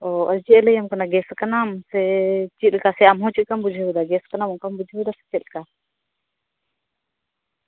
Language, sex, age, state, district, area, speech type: Santali, female, 30-45, West Bengal, Birbhum, rural, conversation